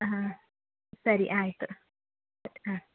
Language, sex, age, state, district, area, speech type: Kannada, female, 30-45, Karnataka, Udupi, rural, conversation